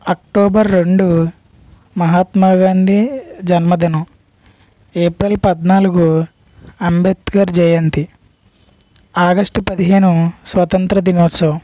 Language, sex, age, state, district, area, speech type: Telugu, male, 60+, Andhra Pradesh, East Godavari, rural, spontaneous